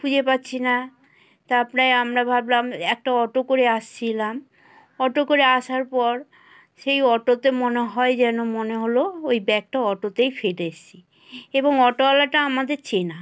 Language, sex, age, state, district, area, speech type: Bengali, female, 60+, West Bengal, South 24 Parganas, rural, spontaneous